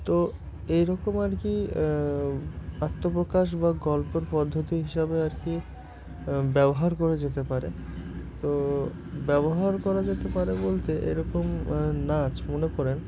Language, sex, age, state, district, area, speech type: Bengali, male, 18-30, West Bengal, Murshidabad, urban, spontaneous